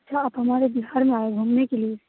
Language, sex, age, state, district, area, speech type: Hindi, female, 18-30, Bihar, Begusarai, rural, conversation